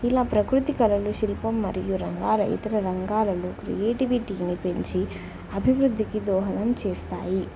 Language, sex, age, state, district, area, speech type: Telugu, female, 18-30, Telangana, Warangal, rural, spontaneous